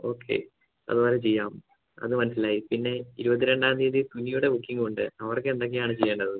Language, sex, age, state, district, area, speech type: Malayalam, male, 18-30, Kerala, Idukki, urban, conversation